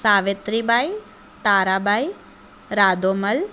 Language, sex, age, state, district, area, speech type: Sindhi, female, 18-30, Maharashtra, Thane, urban, spontaneous